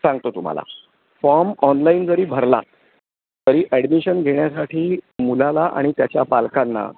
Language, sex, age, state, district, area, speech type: Marathi, male, 60+, Maharashtra, Thane, urban, conversation